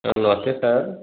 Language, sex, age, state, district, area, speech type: Hindi, male, 30-45, Uttar Pradesh, Azamgarh, rural, conversation